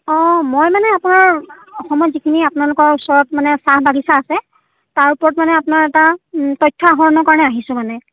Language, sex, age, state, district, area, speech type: Assamese, female, 30-45, Assam, Dibrugarh, rural, conversation